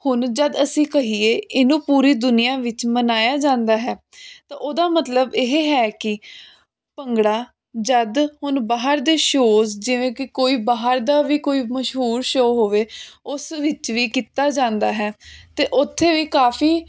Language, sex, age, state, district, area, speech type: Punjabi, female, 18-30, Punjab, Jalandhar, urban, spontaneous